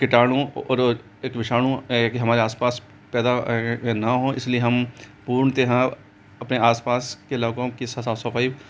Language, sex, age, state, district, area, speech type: Hindi, male, 45-60, Rajasthan, Jaipur, urban, spontaneous